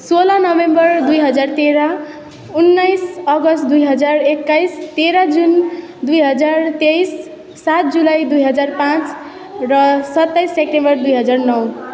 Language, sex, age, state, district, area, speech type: Nepali, female, 18-30, West Bengal, Darjeeling, rural, spontaneous